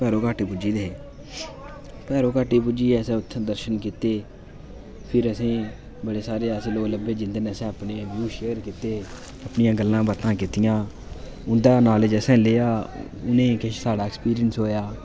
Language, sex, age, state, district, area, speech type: Dogri, male, 18-30, Jammu and Kashmir, Udhampur, urban, spontaneous